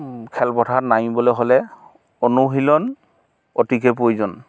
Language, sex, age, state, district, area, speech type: Assamese, male, 45-60, Assam, Golaghat, urban, spontaneous